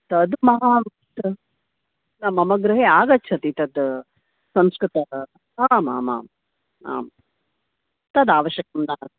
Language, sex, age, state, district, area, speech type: Sanskrit, female, 45-60, Karnataka, Dakshina Kannada, urban, conversation